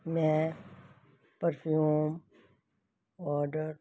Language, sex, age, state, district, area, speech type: Punjabi, female, 60+, Punjab, Fazilka, rural, read